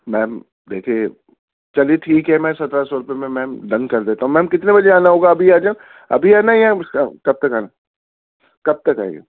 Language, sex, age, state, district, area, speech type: Urdu, male, 30-45, Delhi, Central Delhi, urban, conversation